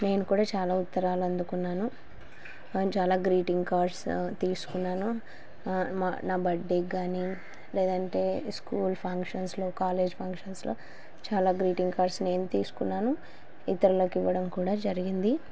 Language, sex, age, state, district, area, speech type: Telugu, female, 30-45, Andhra Pradesh, Kurnool, rural, spontaneous